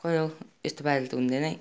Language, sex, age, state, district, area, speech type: Nepali, male, 18-30, West Bengal, Darjeeling, rural, spontaneous